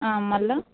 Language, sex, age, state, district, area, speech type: Telugu, female, 45-60, Andhra Pradesh, Kadapa, urban, conversation